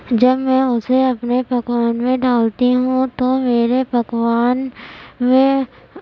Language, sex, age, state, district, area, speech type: Urdu, female, 18-30, Uttar Pradesh, Gautam Buddha Nagar, rural, spontaneous